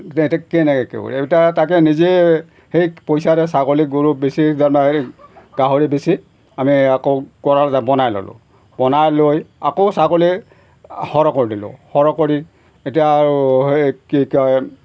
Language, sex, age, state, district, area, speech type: Assamese, male, 60+, Assam, Golaghat, rural, spontaneous